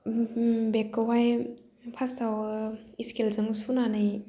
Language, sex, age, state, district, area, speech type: Bodo, female, 18-30, Assam, Udalguri, rural, spontaneous